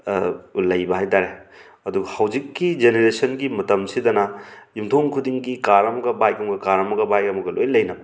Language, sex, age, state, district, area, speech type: Manipuri, male, 30-45, Manipur, Thoubal, rural, spontaneous